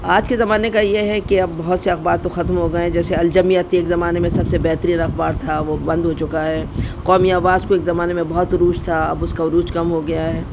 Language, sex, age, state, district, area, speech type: Urdu, female, 60+, Delhi, North East Delhi, urban, spontaneous